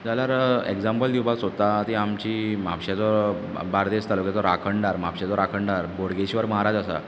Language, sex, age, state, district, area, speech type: Goan Konkani, male, 30-45, Goa, Bardez, urban, spontaneous